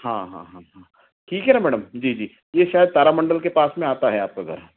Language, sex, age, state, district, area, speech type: Hindi, male, 30-45, Madhya Pradesh, Ujjain, urban, conversation